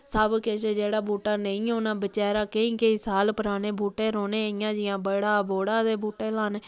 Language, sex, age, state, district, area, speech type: Dogri, female, 30-45, Jammu and Kashmir, Samba, rural, spontaneous